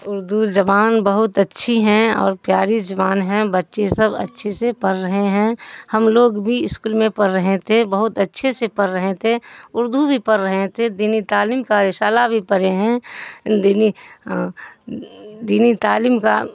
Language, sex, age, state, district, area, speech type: Urdu, female, 60+, Bihar, Supaul, rural, spontaneous